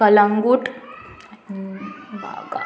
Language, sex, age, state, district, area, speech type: Goan Konkani, female, 18-30, Goa, Murmgao, urban, spontaneous